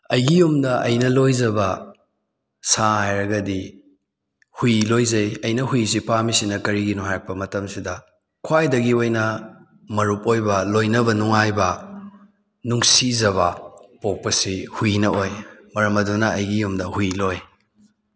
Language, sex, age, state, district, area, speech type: Manipuri, male, 18-30, Manipur, Kakching, rural, spontaneous